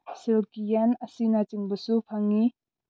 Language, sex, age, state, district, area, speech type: Manipuri, female, 18-30, Manipur, Tengnoupal, urban, spontaneous